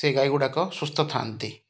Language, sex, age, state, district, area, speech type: Odia, male, 30-45, Odisha, Ganjam, urban, spontaneous